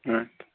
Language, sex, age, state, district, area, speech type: Kashmiri, male, 30-45, Jammu and Kashmir, Ganderbal, rural, conversation